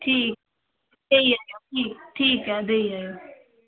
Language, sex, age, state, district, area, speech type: Dogri, female, 18-30, Jammu and Kashmir, Samba, rural, conversation